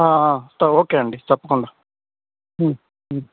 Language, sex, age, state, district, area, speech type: Telugu, male, 18-30, Andhra Pradesh, Nellore, urban, conversation